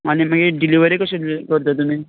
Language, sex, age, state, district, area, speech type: Goan Konkani, male, 18-30, Goa, Canacona, rural, conversation